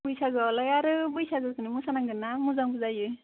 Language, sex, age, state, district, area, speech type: Bodo, female, 18-30, Assam, Baksa, rural, conversation